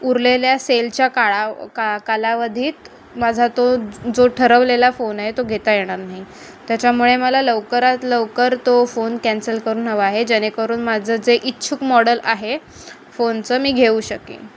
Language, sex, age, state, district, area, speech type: Marathi, female, 18-30, Maharashtra, Ratnagiri, urban, spontaneous